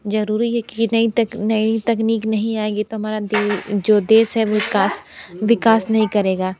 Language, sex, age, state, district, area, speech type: Hindi, female, 30-45, Uttar Pradesh, Sonbhadra, rural, spontaneous